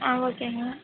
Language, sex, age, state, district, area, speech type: Tamil, female, 18-30, Tamil Nadu, Nilgiris, rural, conversation